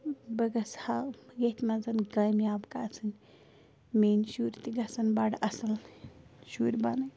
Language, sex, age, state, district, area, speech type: Kashmiri, female, 30-45, Jammu and Kashmir, Bandipora, rural, spontaneous